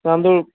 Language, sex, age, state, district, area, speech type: Marathi, male, 30-45, Maharashtra, Nanded, rural, conversation